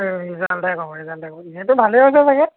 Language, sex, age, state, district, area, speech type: Assamese, male, 30-45, Assam, Lakhimpur, rural, conversation